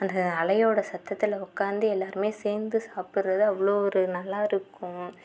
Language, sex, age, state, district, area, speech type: Tamil, female, 45-60, Tamil Nadu, Mayiladuthurai, rural, spontaneous